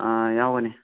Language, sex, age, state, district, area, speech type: Manipuri, male, 18-30, Manipur, Imphal West, rural, conversation